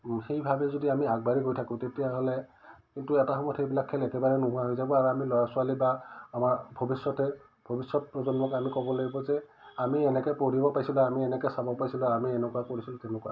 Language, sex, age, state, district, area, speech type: Assamese, male, 45-60, Assam, Udalguri, rural, spontaneous